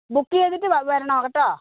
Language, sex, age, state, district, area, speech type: Malayalam, female, 45-60, Kerala, Wayanad, rural, conversation